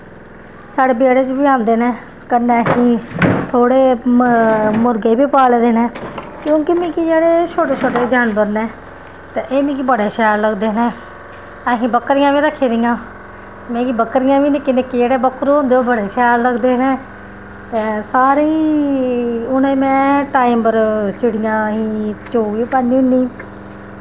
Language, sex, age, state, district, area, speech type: Dogri, female, 30-45, Jammu and Kashmir, Kathua, rural, spontaneous